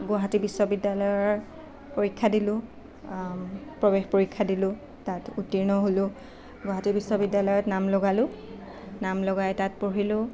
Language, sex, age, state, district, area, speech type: Assamese, female, 18-30, Assam, Nalbari, rural, spontaneous